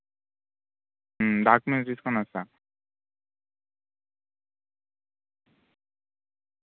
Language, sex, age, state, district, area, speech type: Telugu, male, 30-45, Andhra Pradesh, Visakhapatnam, urban, conversation